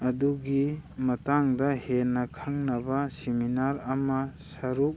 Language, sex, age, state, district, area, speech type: Manipuri, male, 30-45, Manipur, Churachandpur, rural, read